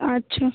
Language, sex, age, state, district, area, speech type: Bengali, female, 18-30, West Bengal, Malda, urban, conversation